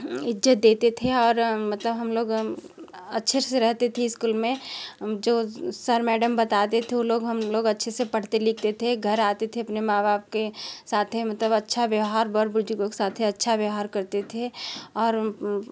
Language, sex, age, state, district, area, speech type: Hindi, female, 45-60, Uttar Pradesh, Jaunpur, rural, spontaneous